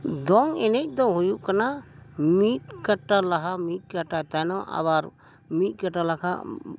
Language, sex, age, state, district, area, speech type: Santali, male, 60+, West Bengal, Dakshin Dinajpur, rural, spontaneous